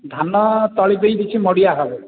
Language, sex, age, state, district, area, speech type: Odia, male, 45-60, Odisha, Khordha, rural, conversation